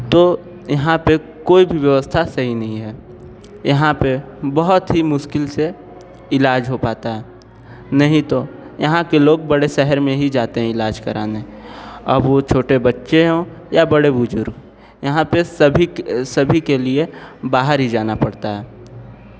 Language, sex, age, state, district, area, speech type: Hindi, male, 18-30, Uttar Pradesh, Sonbhadra, rural, spontaneous